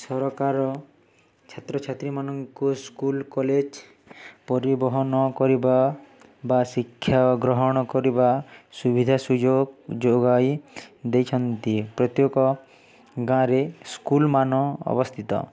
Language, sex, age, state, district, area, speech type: Odia, male, 30-45, Odisha, Balangir, urban, spontaneous